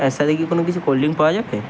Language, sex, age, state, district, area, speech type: Bengali, male, 18-30, West Bengal, Purba Medinipur, rural, spontaneous